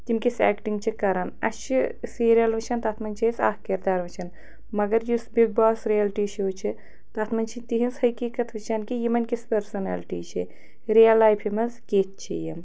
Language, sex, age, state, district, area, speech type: Kashmiri, female, 45-60, Jammu and Kashmir, Anantnag, rural, spontaneous